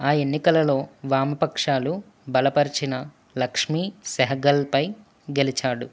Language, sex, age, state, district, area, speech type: Telugu, male, 45-60, Andhra Pradesh, West Godavari, rural, spontaneous